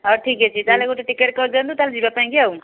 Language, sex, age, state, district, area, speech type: Odia, female, 60+, Odisha, Jharsuguda, rural, conversation